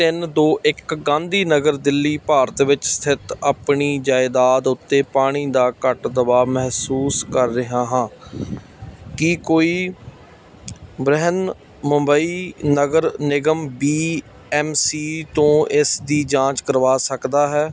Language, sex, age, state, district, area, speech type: Punjabi, male, 30-45, Punjab, Ludhiana, rural, read